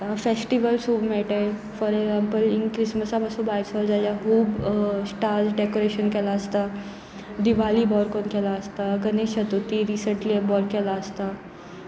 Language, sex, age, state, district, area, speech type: Goan Konkani, female, 18-30, Goa, Sanguem, rural, spontaneous